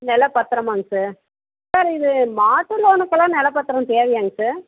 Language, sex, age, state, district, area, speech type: Tamil, female, 30-45, Tamil Nadu, Dharmapuri, rural, conversation